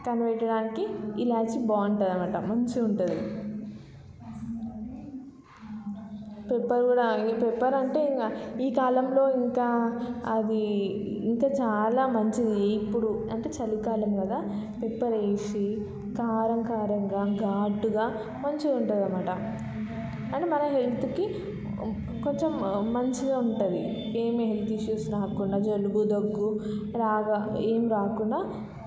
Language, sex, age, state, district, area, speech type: Telugu, female, 18-30, Telangana, Vikarabad, rural, spontaneous